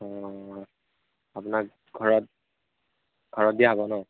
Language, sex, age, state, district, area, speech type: Assamese, male, 18-30, Assam, Majuli, urban, conversation